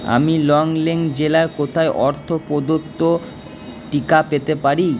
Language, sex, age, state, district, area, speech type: Bengali, male, 30-45, West Bengal, Purba Bardhaman, urban, read